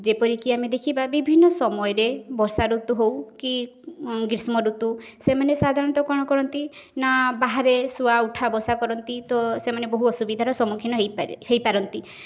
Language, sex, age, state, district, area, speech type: Odia, female, 18-30, Odisha, Mayurbhanj, rural, spontaneous